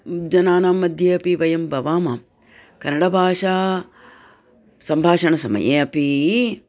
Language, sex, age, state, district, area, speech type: Sanskrit, female, 60+, Karnataka, Bangalore Urban, urban, spontaneous